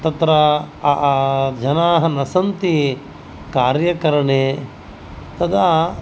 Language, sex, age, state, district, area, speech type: Sanskrit, male, 45-60, Karnataka, Dakshina Kannada, rural, spontaneous